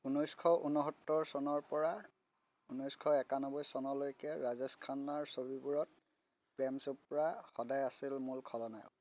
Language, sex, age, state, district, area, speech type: Assamese, male, 30-45, Assam, Biswanath, rural, read